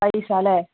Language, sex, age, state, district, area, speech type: Malayalam, female, 30-45, Kerala, Palakkad, rural, conversation